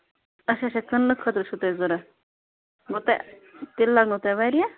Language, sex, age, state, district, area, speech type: Kashmiri, female, 18-30, Jammu and Kashmir, Bandipora, rural, conversation